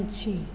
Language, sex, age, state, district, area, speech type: Maithili, female, 60+, Bihar, Begusarai, rural, read